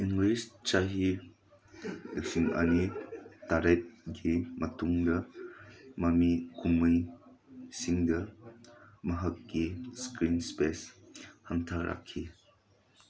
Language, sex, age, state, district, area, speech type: Manipuri, male, 18-30, Manipur, Senapati, rural, read